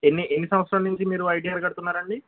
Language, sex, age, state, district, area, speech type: Telugu, male, 18-30, Telangana, Nalgonda, urban, conversation